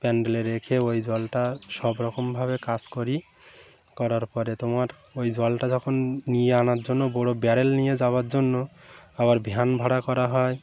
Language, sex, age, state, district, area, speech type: Bengali, male, 18-30, West Bengal, Uttar Dinajpur, urban, spontaneous